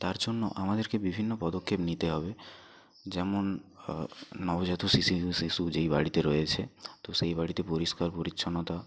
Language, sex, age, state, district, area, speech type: Bengali, male, 60+, West Bengal, Purba Medinipur, rural, spontaneous